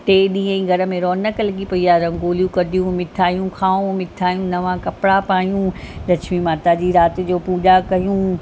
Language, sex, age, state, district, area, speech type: Sindhi, female, 45-60, Maharashtra, Mumbai Suburban, urban, spontaneous